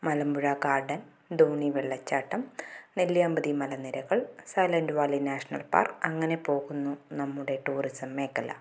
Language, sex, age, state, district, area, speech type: Malayalam, female, 45-60, Kerala, Palakkad, rural, spontaneous